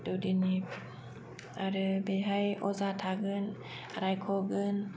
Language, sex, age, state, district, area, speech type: Bodo, female, 30-45, Assam, Kokrajhar, urban, spontaneous